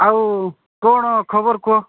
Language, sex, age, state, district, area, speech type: Odia, male, 45-60, Odisha, Nabarangpur, rural, conversation